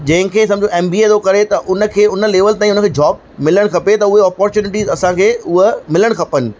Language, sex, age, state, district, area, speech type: Sindhi, male, 30-45, Maharashtra, Thane, rural, spontaneous